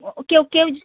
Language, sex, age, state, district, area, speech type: Bengali, female, 30-45, West Bengal, North 24 Parganas, urban, conversation